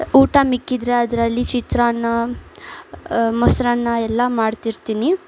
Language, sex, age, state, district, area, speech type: Kannada, female, 18-30, Karnataka, Mysore, urban, spontaneous